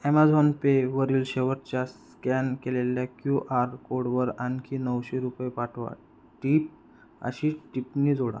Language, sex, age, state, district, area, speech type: Marathi, male, 18-30, Maharashtra, Buldhana, urban, read